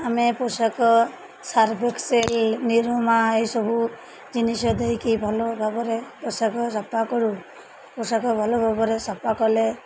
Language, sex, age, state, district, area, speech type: Odia, female, 30-45, Odisha, Malkangiri, urban, spontaneous